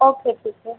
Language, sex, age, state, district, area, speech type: Hindi, female, 18-30, Madhya Pradesh, Harda, urban, conversation